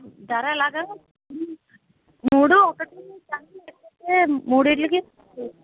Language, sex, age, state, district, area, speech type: Telugu, female, 60+, Andhra Pradesh, Konaseema, rural, conversation